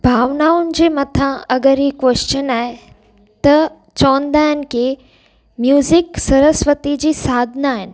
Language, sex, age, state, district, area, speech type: Sindhi, female, 30-45, Gujarat, Kutch, urban, spontaneous